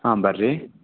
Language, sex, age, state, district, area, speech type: Kannada, male, 18-30, Karnataka, Chikkaballapur, rural, conversation